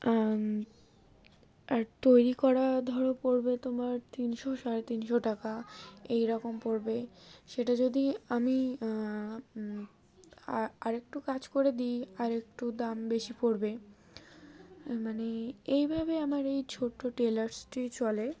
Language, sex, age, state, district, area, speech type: Bengali, female, 18-30, West Bengal, Darjeeling, urban, spontaneous